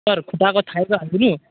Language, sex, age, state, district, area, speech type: Nepali, male, 18-30, West Bengal, Alipurduar, urban, conversation